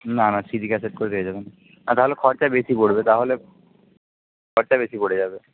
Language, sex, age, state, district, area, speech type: Bengali, male, 18-30, West Bengal, Jhargram, rural, conversation